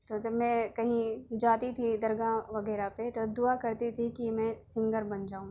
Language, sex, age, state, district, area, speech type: Urdu, female, 18-30, Delhi, South Delhi, urban, spontaneous